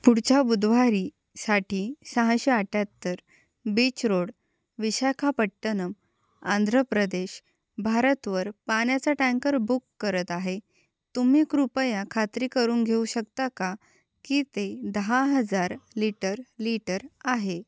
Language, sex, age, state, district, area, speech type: Marathi, female, 18-30, Maharashtra, Ahmednagar, rural, read